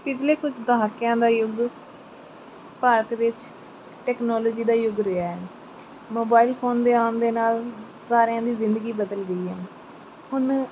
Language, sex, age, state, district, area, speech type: Punjabi, female, 18-30, Punjab, Mansa, urban, spontaneous